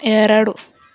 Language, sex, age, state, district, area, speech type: Kannada, female, 45-60, Karnataka, Chikkaballapur, rural, read